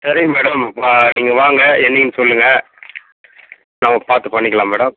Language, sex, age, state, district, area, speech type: Tamil, male, 45-60, Tamil Nadu, Viluppuram, rural, conversation